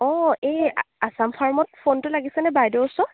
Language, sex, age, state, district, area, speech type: Assamese, female, 18-30, Assam, Charaideo, urban, conversation